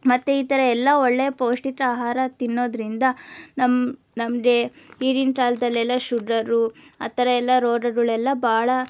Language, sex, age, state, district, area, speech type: Kannada, female, 18-30, Karnataka, Chitradurga, rural, spontaneous